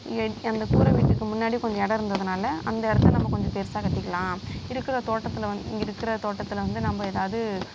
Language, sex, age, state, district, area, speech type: Tamil, female, 60+, Tamil Nadu, Sivaganga, rural, spontaneous